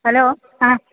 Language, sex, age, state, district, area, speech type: Malayalam, female, 60+, Kerala, Kottayam, rural, conversation